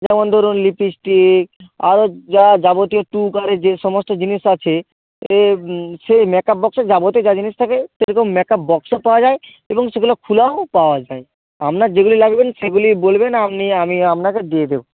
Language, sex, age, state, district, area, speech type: Bengali, male, 18-30, West Bengal, Bankura, urban, conversation